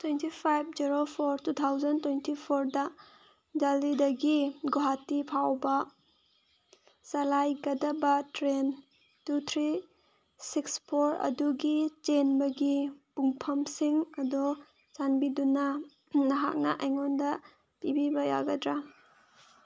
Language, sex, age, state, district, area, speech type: Manipuri, female, 30-45, Manipur, Senapati, rural, read